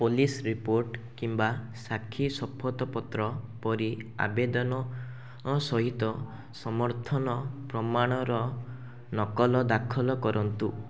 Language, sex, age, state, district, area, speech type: Odia, male, 18-30, Odisha, Rayagada, urban, read